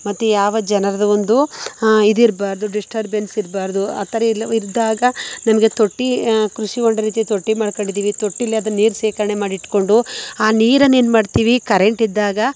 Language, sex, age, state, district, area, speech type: Kannada, female, 30-45, Karnataka, Mandya, rural, spontaneous